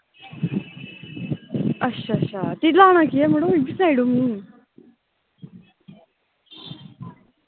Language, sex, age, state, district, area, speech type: Dogri, female, 18-30, Jammu and Kashmir, Samba, urban, conversation